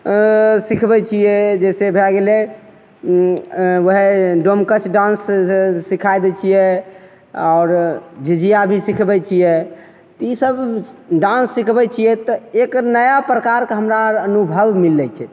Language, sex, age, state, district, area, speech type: Maithili, male, 30-45, Bihar, Begusarai, urban, spontaneous